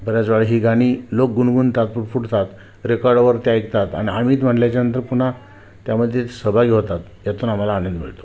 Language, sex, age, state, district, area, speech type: Marathi, male, 45-60, Maharashtra, Sindhudurg, rural, spontaneous